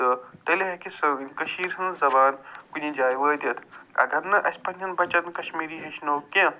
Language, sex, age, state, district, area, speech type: Kashmiri, male, 45-60, Jammu and Kashmir, Budgam, urban, spontaneous